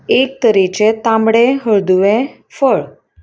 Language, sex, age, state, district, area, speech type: Goan Konkani, female, 30-45, Goa, Salcete, rural, spontaneous